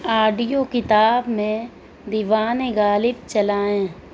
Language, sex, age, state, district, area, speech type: Urdu, female, 18-30, Delhi, South Delhi, rural, read